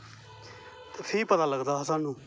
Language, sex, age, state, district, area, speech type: Dogri, male, 30-45, Jammu and Kashmir, Kathua, rural, spontaneous